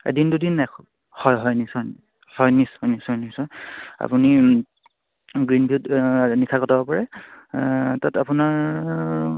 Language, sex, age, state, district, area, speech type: Assamese, male, 18-30, Assam, Charaideo, rural, conversation